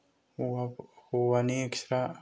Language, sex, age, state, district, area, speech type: Bodo, male, 18-30, Assam, Kokrajhar, rural, spontaneous